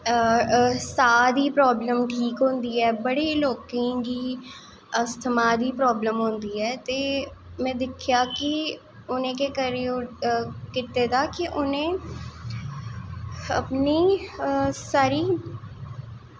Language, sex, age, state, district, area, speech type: Dogri, female, 18-30, Jammu and Kashmir, Jammu, urban, spontaneous